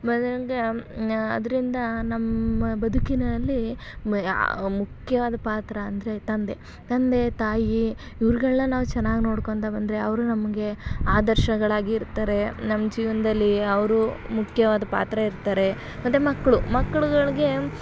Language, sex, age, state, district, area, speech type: Kannada, female, 18-30, Karnataka, Mysore, urban, spontaneous